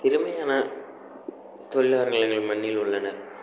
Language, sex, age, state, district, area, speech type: Tamil, male, 45-60, Tamil Nadu, Namakkal, rural, spontaneous